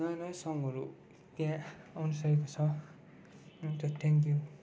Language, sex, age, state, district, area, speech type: Nepali, male, 18-30, West Bengal, Darjeeling, rural, spontaneous